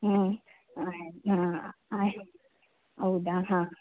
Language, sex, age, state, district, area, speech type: Kannada, female, 30-45, Karnataka, Shimoga, rural, conversation